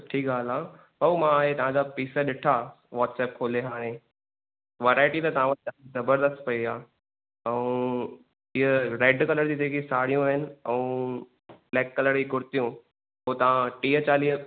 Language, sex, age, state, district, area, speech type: Sindhi, male, 18-30, Maharashtra, Thane, rural, conversation